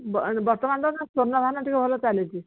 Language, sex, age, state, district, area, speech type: Odia, female, 60+, Odisha, Jharsuguda, rural, conversation